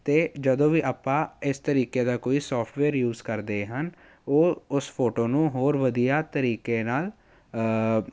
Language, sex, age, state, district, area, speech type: Punjabi, male, 18-30, Punjab, Jalandhar, urban, spontaneous